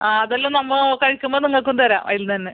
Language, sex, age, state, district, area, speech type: Malayalam, female, 30-45, Kerala, Kasaragod, rural, conversation